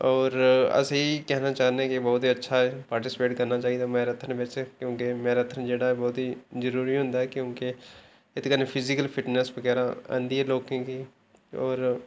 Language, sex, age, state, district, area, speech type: Dogri, male, 30-45, Jammu and Kashmir, Udhampur, rural, spontaneous